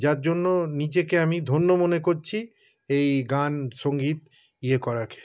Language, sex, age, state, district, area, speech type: Bengali, male, 60+, West Bengal, Paschim Bardhaman, urban, spontaneous